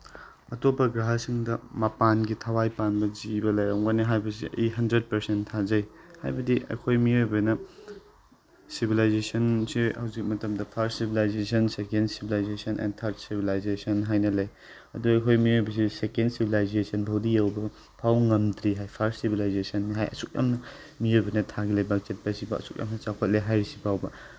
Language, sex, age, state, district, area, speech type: Manipuri, male, 18-30, Manipur, Tengnoupal, urban, spontaneous